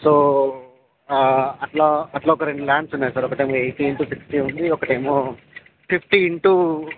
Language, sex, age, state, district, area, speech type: Telugu, male, 30-45, Telangana, Karimnagar, rural, conversation